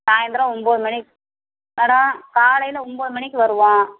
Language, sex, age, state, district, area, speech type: Tamil, female, 45-60, Tamil Nadu, Theni, rural, conversation